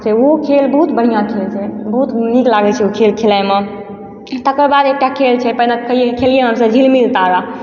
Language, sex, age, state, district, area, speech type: Maithili, female, 18-30, Bihar, Supaul, rural, spontaneous